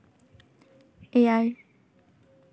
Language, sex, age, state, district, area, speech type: Santali, female, 18-30, West Bengal, Jhargram, rural, read